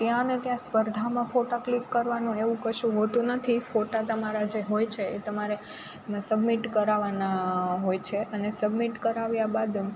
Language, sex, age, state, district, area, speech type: Gujarati, female, 18-30, Gujarat, Rajkot, rural, spontaneous